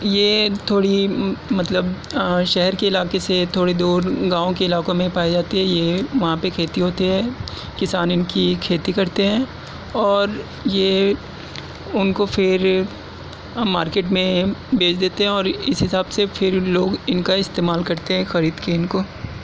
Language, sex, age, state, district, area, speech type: Urdu, male, 18-30, Delhi, South Delhi, urban, spontaneous